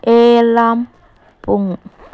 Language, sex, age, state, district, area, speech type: Manipuri, female, 18-30, Manipur, Kangpokpi, urban, read